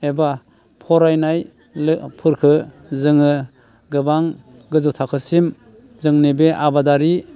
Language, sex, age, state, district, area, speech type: Bodo, male, 60+, Assam, Baksa, urban, spontaneous